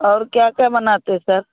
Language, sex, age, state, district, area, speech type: Hindi, female, 30-45, Bihar, Muzaffarpur, rural, conversation